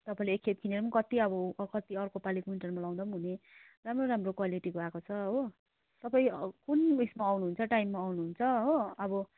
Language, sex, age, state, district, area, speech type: Nepali, female, 30-45, West Bengal, Kalimpong, rural, conversation